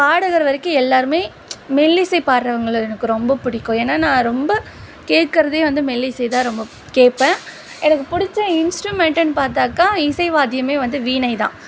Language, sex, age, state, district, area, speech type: Tamil, female, 30-45, Tamil Nadu, Tiruvallur, urban, spontaneous